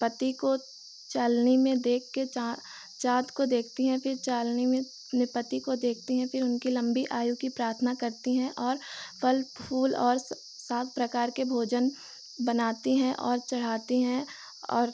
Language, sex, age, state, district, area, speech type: Hindi, female, 18-30, Uttar Pradesh, Pratapgarh, rural, spontaneous